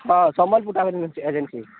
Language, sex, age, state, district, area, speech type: Odia, male, 30-45, Odisha, Sambalpur, rural, conversation